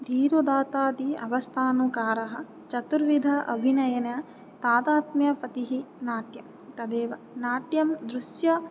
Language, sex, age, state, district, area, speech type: Sanskrit, female, 18-30, Odisha, Jajpur, rural, spontaneous